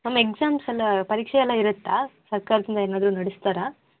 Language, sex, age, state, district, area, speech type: Kannada, female, 18-30, Karnataka, Shimoga, rural, conversation